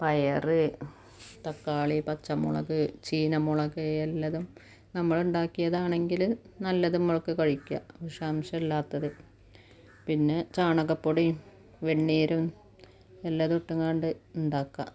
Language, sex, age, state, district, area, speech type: Malayalam, female, 45-60, Kerala, Malappuram, rural, spontaneous